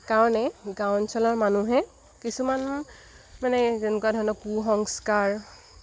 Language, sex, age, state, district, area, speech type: Assamese, female, 18-30, Assam, Lakhimpur, rural, spontaneous